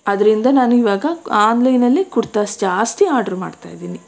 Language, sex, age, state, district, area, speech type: Kannada, female, 30-45, Karnataka, Bangalore Rural, rural, spontaneous